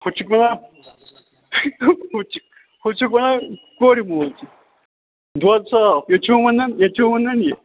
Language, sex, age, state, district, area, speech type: Kashmiri, male, 45-60, Jammu and Kashmir, Srinagar, rural, conversation